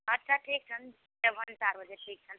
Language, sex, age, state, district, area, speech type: Maithili, female, 18-30, Bihar, Purnia, rural, conversation